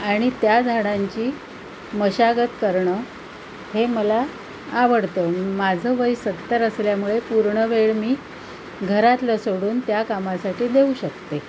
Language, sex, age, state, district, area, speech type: Marathi, female, 60+, Maharashtra, Palghar, urban, spontaneous